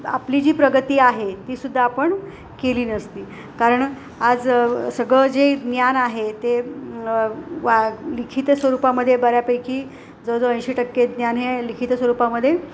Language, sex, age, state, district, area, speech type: Marathi, female, 45-60, Maharashtra, Ratnagiri, rural, spontaneous